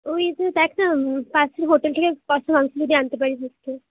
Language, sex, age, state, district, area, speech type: Bengali, female, 18-30, West Bengal, Jhargram, rural, conversation